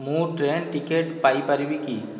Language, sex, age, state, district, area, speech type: Odia, male, 45-60, Odisha, Boudh, rural, read